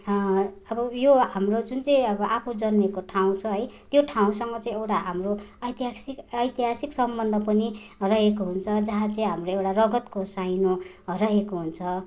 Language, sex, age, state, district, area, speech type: Nepali, female, 45-60, West Bengal, Darjeeling, rural, spontaneous